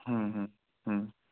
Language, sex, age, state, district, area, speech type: Bengali, male, 18-30, West Bengal, Murshidabad, urban, conversation